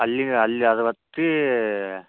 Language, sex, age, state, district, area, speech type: Kannada, male, 30-45, Karnataka, Davanagere, rural, conversation